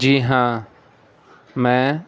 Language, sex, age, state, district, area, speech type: Urdu, male, 18-30, Bihar, Gaya, urban, spontaneous